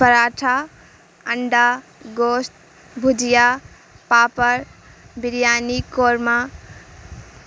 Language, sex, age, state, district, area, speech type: Urdu, female, 18-30, Bihar, Supaul, rural, spontaneous